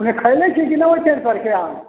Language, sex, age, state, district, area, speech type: Maithili, male, 45-60, Bihar, Sitamarhi, rural, conversation